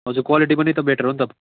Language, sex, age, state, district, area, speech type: Nepali, male, 18-30, West Bengal, Darjeeling, rural, conversation